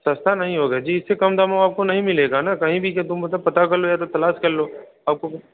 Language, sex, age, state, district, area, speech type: Hindi, male, 18-30, Uttar Pradesh, Bhadohi, urban, conversation